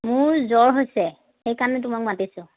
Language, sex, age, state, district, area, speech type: Assamese, female, 30-45, Assam, Dibrugarh, rural, conversation